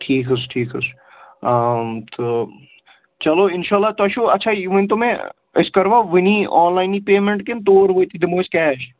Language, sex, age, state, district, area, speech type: Kashmiri, male, 18-30, Jammu and Kashmir, Baramulla, rural, conversation